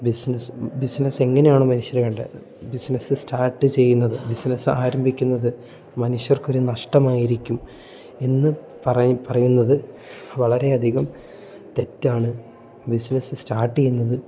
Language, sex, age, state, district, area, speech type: Malayalam, male, 18-30, Kerala, Idukki, rural, spontaneous